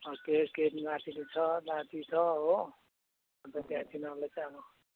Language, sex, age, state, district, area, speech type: Nepali, male, 60+, West Bengal, Kalimpong, rural, conversation